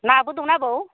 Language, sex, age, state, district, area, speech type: Bodo, female, 45-60, Assam, Baksa, rural, conversation